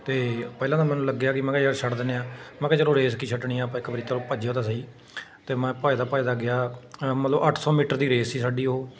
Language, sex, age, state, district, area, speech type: Punjabi, male, 30-45, Punjab, Patiala, urban, spontaneous